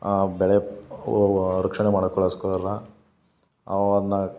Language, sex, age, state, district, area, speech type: Kannada, male, 30-45, Karnataka, Hassan, rural, spontaneous